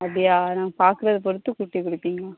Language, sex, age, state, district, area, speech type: Tamil, female, 18-30, Tamil Nadu, Thoothukudi, urban, conversation